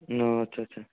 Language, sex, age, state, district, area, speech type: Bengali, male, 18-30, West Bengal, Murshidabad, urban, conversation